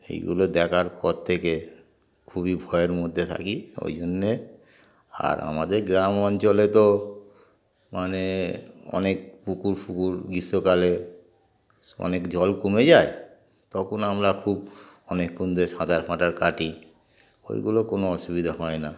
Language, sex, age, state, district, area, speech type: Bengali, male, 60+, West Bengal, Darjeeling, urban, spontaneous